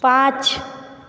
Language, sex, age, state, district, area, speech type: Hindi, female, 18-30, Uttar Pradesh, Mirzapur, rural, read